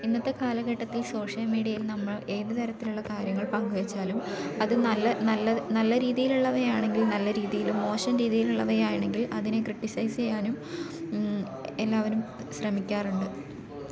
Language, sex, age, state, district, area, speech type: Malayalam, female, 18-30, Kerala, Wayanad, rural, spontaneous